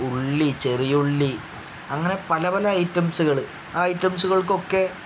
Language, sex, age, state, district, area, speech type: Malayalam, male, 45-60, Kerala, Palakkad, rural, spontaneous